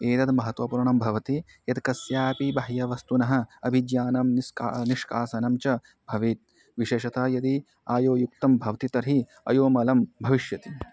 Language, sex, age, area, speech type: Sanskrit, male, 18-30, rural, read